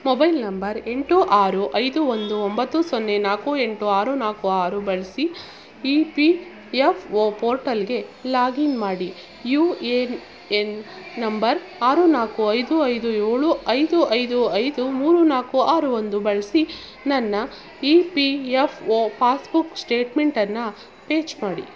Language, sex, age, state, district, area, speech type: Kannada, female, 30-45, Karnataka, Mandya, rural, read